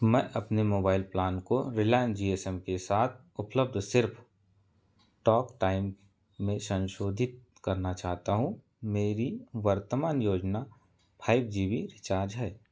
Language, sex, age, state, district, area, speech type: Hindi, male, 30-45, Madhya Pradesh, Seoni, rural, read